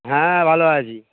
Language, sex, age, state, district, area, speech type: Bengali, male, 60+, West Bengal, Hooghly, rural, conversation